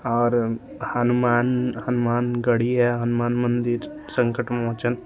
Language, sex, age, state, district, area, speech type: Hindi, male, 18-30, Uttar Pradesh, Ghazipur, urban, spontaneous